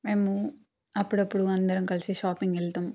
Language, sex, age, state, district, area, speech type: Telugu, female, 30-45, Telangana, Peddapalli, rural, spontaneous